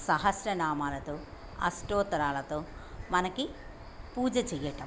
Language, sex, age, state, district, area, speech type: Telugu, female, 60+, Andhra Pradesh, Bapatla, urban, spontaneous